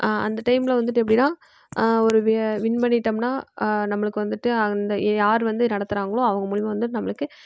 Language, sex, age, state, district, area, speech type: Tamil, female, 18-30, Tamil Nadu, Erode, rural, spontaneous